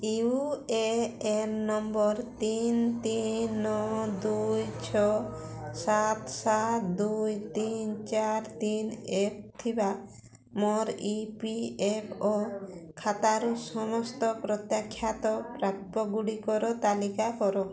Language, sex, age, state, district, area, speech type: Odia, female, 60+, Odisha, Mayurbhanj, rural, read